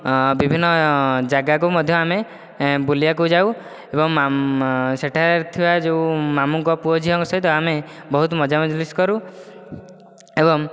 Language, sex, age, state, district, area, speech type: Odia, male, 18-30, Odisha, Dhenkanal, rural, spontaneous